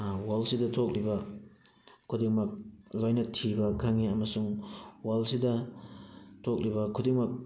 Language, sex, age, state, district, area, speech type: Manipuri, male, 30-45, Manipur, Thoubal, rural, spontaneous